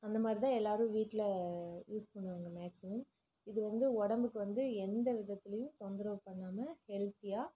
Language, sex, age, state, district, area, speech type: Tamil, female, 30-45, Tamil Nadu, Namakkal, rural, spontaneous